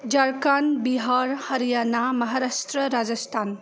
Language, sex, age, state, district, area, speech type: Bodo, female, 30-45, Assam, Kokrajhar, urban, spontaneous